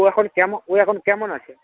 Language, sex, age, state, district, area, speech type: Bengali, male, 30-45, West Bengal, Jalpaiguri, rural, conversation